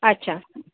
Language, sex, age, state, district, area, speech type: Marathi, female, 18-30, Maharashtra, Akola, urban, conversation